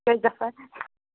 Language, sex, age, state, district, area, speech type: Kashmiri, female, 18-30, Jammu and Kashmir, Bandipora, rural, conversation